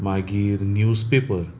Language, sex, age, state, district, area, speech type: Goan Konkani, male, 45-60, Goa, Bardez, urban, spontaneous